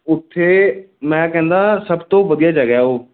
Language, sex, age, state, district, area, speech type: Punjabi, male, 18-30, Punjab, Gurdaspur, rural, conversation